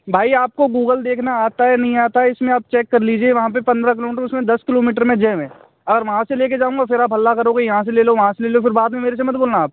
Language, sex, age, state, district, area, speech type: Hindi, male, 18-30, Rajasthan, Bharatpur, rural, conversation